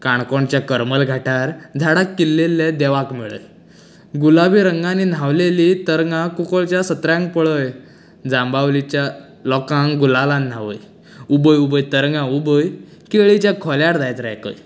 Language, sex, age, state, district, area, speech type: Goan Konkani, male, 18-30, Goa, Canacona, rural, spontaneous